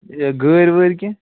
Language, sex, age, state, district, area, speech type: Kashmiri, male, 30-45, Jammu and Kashmir, Bandipora, rural, conversation